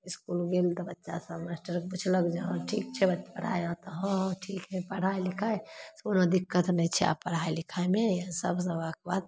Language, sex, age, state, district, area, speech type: Maithili, female, 30-45, Bihar, Samastipur, rural, spontaneous